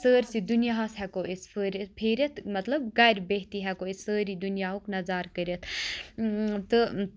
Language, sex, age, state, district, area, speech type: Kashmiri, female, 45-60, Jammu and Kashmir, Kupwara, urban, spontaneous